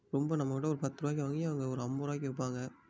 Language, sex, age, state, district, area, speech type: Tamil, male, 18-30, Tamil Nadu, Tiruppur, rural, spontaneous